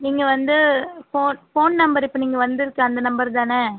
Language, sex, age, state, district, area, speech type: Tamil, female, 45-60, Tamil Nadu, Cuddalore, rural, conversation